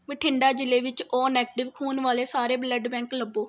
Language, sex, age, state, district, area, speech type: Punjabi, female, 18-30, Punjab, Rupnagar, rural, read